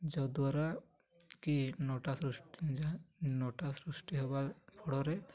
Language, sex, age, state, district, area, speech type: Odia, male, 18-30, Odisha, Mayurbhanj, rural, spontaneous